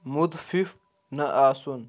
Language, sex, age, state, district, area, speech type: Kashmiri, male, 18-30, Jammu and Kashmir, Baramulla, rural, read